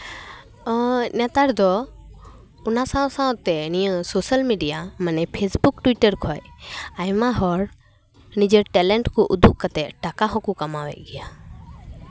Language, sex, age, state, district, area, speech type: Santali, female, 18-30, West Bengal, Paschim Bardhaman, rural, spontaneous